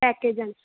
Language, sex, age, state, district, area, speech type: Malayalam, female, 18-30, Kerala, Thrissur, urban, conversation